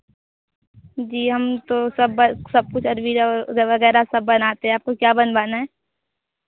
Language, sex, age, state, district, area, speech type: Hindi, female, 18-30, Bihar, Vaishali, rural, conversation